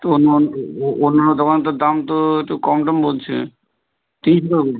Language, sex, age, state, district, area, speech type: Bengali, male, 30-45, West Bengal, Howrah, urban, conversation